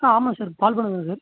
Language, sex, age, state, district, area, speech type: Tamil, male, 18-30, Tamil Nadu, Tiruvannamalai, rural, conversation